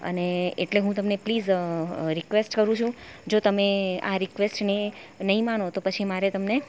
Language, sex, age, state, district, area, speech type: Gujarati, female, 30-45, Gujarat, Valsad, rural, spontaneous